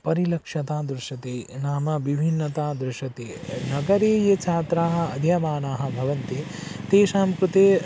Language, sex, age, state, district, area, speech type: Sanskrit, male, 18-30, Odisha, Bargarh, rural, spontaneous